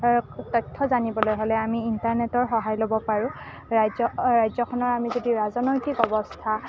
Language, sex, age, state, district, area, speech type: Assamese, female, 18-30, Assam, Kamrup Metropolitan, urban, spontaneous